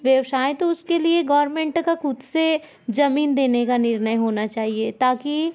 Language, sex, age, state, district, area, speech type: Hindi, female, 60+, Madhya Pradesh, Balaghat, rural, spontaneous